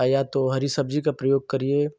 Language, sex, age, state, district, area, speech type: Hindi, male, 30-45, Uttar Pradesh, Ghazipur, rural, spontaneous